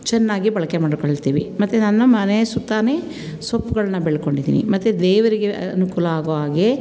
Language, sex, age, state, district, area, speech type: Kannada, female, 45-60, Karnataka, Mandya, rural, spontaneous